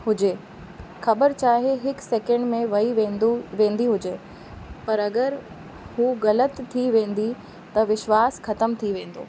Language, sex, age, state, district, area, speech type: Sindhi, female, 30-45, Uttar Pradesh, Lucknow, urban, spontaneous